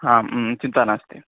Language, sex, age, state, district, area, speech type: Sanskrit, male, 18-30, Karnataka, Uttara Kannada, rural, conversation